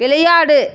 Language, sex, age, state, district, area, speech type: Tamil, female, 45-60, Tamil Nadu, Dharmapuri, rural, read